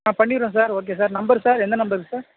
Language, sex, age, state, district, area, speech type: Tamil, male, 30-45, Tamil Nadu, Tiruchirappalli, rural, conversation